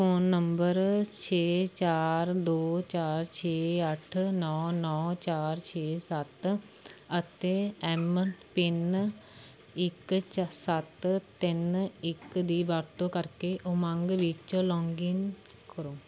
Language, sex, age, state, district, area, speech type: Punjabi, female, 18-30, Punjab, Fatehgarh Sahib, rural, read